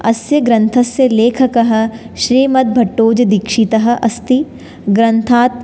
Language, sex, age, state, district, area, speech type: Sanskrit, female, 18-30, Rajasthan, Jaipur, urban, spontaneous